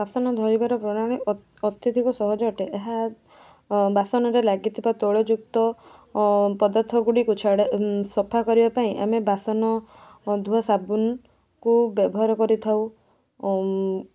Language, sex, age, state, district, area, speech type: Odia, female, 18-30, Odisha, Balasore, rural, spontaneous